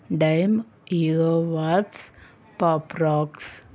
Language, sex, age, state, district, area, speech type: Telugu, female, 18-30, Andhra Pradesh, Anakapalli, rural, spontaneous